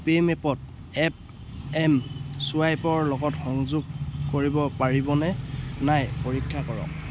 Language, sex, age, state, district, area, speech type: Assamese, male, 18-30, Assam, Charaideo, rural, read